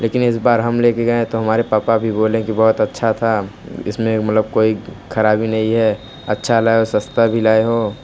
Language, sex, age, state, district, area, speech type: Hindi, male, 18-30, Uttar Pradesh, Mirzapur, rural, spontaneous